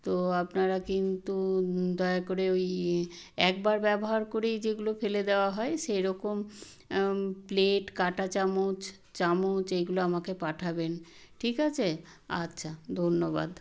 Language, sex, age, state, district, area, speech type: Bengali, female, 60+, West Bengal, South 24 Parganas, rural, spontaneous